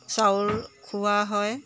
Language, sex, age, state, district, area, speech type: Assamese, female, 30-45, Assam, Jorhat, urban, spontaneous